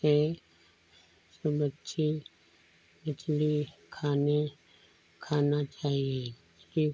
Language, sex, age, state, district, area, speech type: Hindi, male, 45-60, Uttar Pradesh, Lucknow, rural, spontaneous